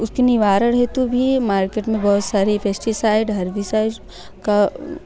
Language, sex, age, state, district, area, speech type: Hindi, female, 18-30, Uttar Pradesh, Varanasi, rural, spontaneous